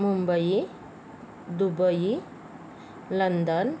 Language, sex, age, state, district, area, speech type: Marathi, female, 30-45, Maharashtra, Yavatmal, rural, spontaneous